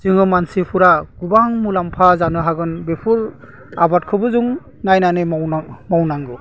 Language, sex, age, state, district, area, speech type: Bodo, male, 45-60, Assam, Udalguri, rural, spontaneous